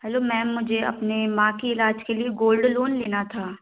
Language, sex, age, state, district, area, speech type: Hindi, female, 18-30, Madhya Pradesh, Gwalior, rural, conversation